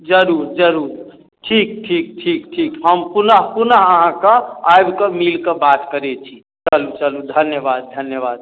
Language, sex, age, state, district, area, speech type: Maithili, male, 30-45, Bihar, Darbhanga, rural, conversation